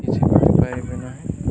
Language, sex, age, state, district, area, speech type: Odia, male, 18-30, Odisha, Nuapada, urban, spontaneous